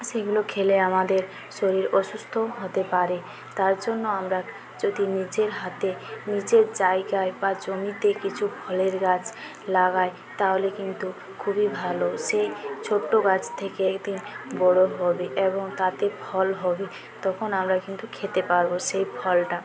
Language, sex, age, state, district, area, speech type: Bengali, female, 18-30, West Bengal, Jhargram, rural, spontaneous